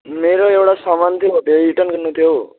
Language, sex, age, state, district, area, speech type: Nepali, male, 18-30, West Bengal, Alipurduar, urban, conversation